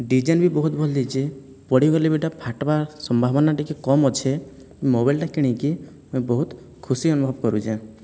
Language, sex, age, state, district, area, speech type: Odia, male, 18-30, Odisha, Boudh, rural, spontaneous